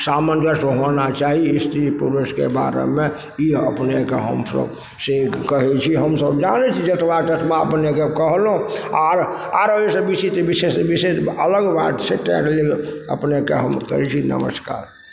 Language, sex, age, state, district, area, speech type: Maithili, male, 60+, Bihar, Supaul, rural, spontaneous